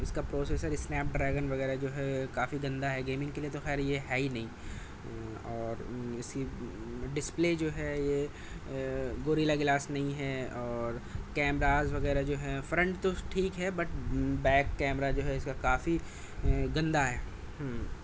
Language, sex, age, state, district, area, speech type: Urdu, male, 30-45, Delhi, South Delhi, urban, spontaneous